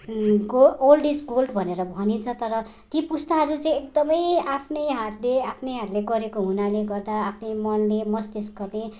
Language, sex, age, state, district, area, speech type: Nepali, female, 45-60, West Bengal, Darjeeling, rural, spontaneous